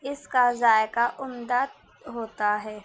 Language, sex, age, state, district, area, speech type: Urdu, female, 18-30, Maharashtra, Nashik, urban, spontaneous